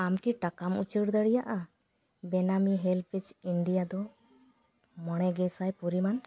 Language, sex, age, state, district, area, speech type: Santali, female, 30-45, West Bengal, Paschim Bardhaman, rural, read